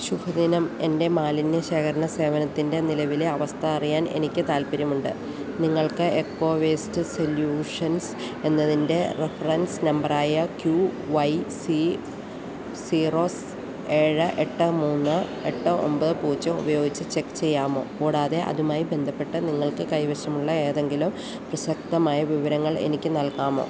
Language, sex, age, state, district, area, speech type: Malayalam, female, 30-45, Kerala, Idukki, rural, read